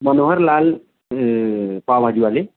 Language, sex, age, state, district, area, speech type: Urdu, male, 30-45, Maharashtra, Nashik, urban, conversation